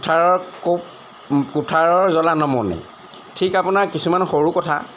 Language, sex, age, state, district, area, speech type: Assamese, male, 60+, Assam, Golaghat, urban, spontaneous